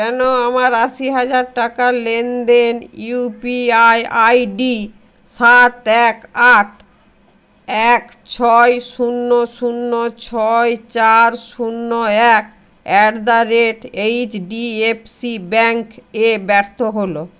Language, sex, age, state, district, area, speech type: Bengali, female, 60+, West Bengal, Purba Medinipur, rural, read